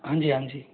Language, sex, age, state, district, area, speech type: Hindi, male, 60+, Rajasthan, Jaipur, urban, conversation